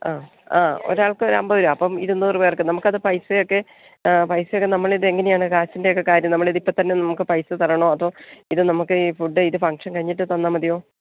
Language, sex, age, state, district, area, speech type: Malayalam, female, 45-60, Kerala, Idukki, rural, conversation